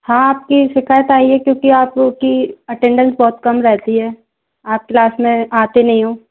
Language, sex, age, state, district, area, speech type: Hindi, female, 18-30, Madhya Pradesh, Gwalior, rural, conversation